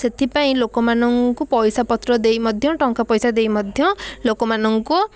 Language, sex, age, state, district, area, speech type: Odia, female, 18-30, Odisha, Puri, urban, spontaneous